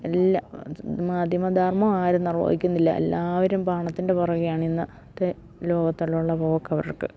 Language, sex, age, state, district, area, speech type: Malayalam, female, 60+, Kerala, Idukki, rural, spontaneous